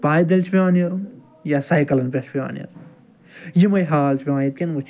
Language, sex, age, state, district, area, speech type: Kashmiri, male, 60+, Jammu and Kashmir, Ganderbal, urban, spontaneous